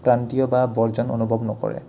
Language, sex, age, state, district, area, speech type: Assamese, male, 18-30, Assam, Udalguri, rural, spontaneous